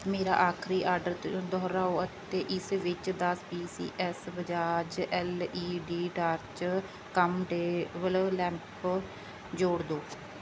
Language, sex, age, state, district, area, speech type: Punjabi, female, 30-45, Punjab, Mansa, rural, read